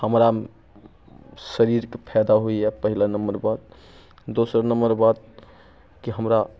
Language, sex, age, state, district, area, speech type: Maithili, male, 30-45, Bihar, Muzaffarpur, rural, spontaneous